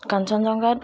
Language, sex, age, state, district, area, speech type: Assamese, female, 18-30, Assam, Dibrugarh, rural, spontaneous